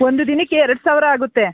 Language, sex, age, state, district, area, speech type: Kannada, female, 30-45, Karnataka, Mandya, urban, conversation